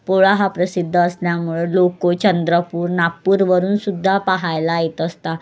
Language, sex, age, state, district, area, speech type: Marathi, female, 30-45, Maharashtra, Wardha, rural, spontaneous